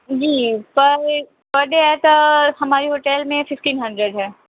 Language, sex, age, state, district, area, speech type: Urdu, female, 18-30, Bihar, Gaya, urban, conversation